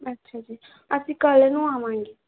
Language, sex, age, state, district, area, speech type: Punjabi, female, 18-30, Punjab, Barnala, rural, conversation